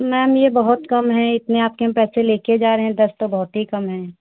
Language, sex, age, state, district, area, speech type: Hindi, female, 30-45, Uttar Pradesh, Hardoi, rural, conversation